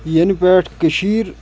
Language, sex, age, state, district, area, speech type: Kashmiri, male, 30-45, Jammu and Kashmir, Kupwara, rural, spontaneous